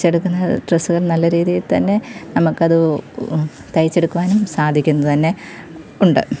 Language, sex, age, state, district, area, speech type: Malayalam, female, 30-45, Kerala, Pathanamthitta, rural, spontaneous